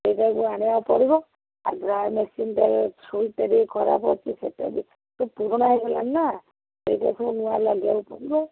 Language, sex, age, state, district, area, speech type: Odia, female, 60+, Odisha, Gajapati, rural, conversation